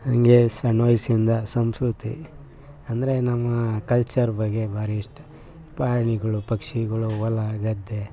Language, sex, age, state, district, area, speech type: Kannada, male, 60+, Karnataka, Mysore, rural, spontaneous